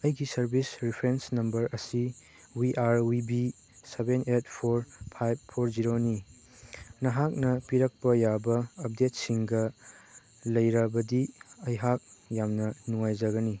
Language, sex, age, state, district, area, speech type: Manipuri, male, 18-30, Manipur, Chandel, rural, read